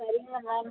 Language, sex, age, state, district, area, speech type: Tamil, female, 18-30, Tamil Nadu, Cuddalore, rural, conversation